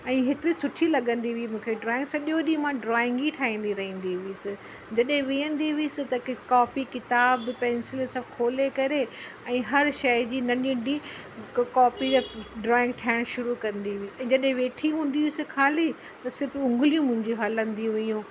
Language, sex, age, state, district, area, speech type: Sindhi, female, 45-60, Uttar Pradesh, Lucknow, rural, spontaneous